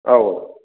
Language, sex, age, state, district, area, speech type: Bodo, male, 30-45, Assam, Kokrajhar, rural, conversation